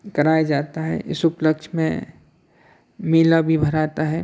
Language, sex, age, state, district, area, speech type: Hindi, male, 30-45, Madhya Pradesh, Hoshangabad, urban, spontaneous